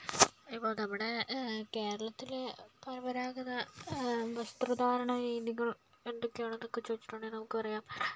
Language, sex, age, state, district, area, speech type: Malayalam, male, 30-45, Kerala, Kozhikode, urban, spontaneous